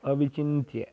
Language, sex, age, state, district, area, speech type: Sanskrit, male, 30-45, Karnataka, Uttara Kannada, rural, spontaneous